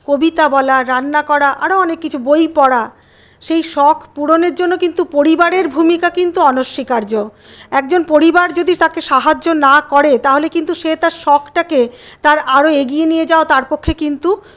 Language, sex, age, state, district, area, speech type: Bengali, female, 60+, West Bengal, Paschim Bardhaman, urban, spontaneous